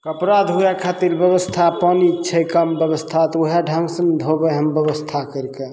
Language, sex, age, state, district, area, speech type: Maithili, male, 45-60, Bihar, Begusarai, rural, spontaneous